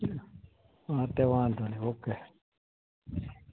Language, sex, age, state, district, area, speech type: Gujarati, male, 18-30, Gujarat, Morbi, urban, conversation